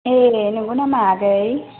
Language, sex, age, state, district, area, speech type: Bodo, female, 18-30, Assam, Chirang, rural, conversation